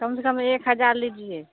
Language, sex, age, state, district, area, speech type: Hindi, female, 45-60, Bihar, Samastipur, rural, conversation